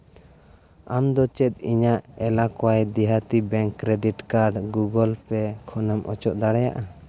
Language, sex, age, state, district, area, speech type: Santali, male, 18-30, Jharkhand, East Singhbhum, rural, read